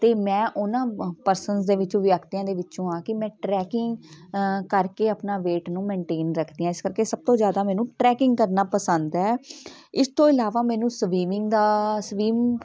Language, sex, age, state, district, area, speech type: Punjabi, female, 30-45, Punjab, Patiala, rural, spontaneous